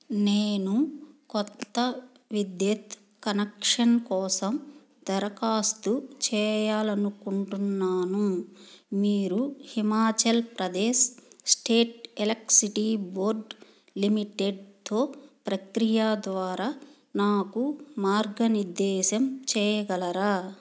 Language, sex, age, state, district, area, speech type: Telugu, female, 45-60, Andhra Pradesh, Nellore, rural, read